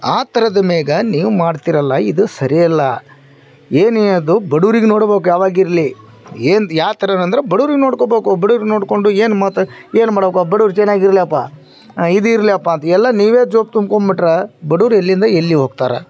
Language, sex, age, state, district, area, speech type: Kannada, male, 45-60, Karnataka, Vijayanagara, rural, spontaneous